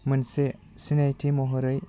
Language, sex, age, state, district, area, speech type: Bodo, male, 18-30, Assam, Udalguri, rural, spontaneous